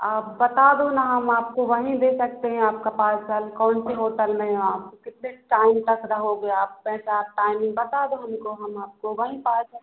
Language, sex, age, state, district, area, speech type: Hindi, female, 18-30, Madhya Pradesh, Narsinghpur, rural, conversation